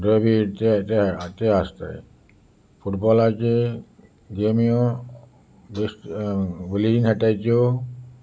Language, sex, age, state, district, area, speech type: Goan Konkani, male, 60+, Goa, Salcete, rural, spontaneous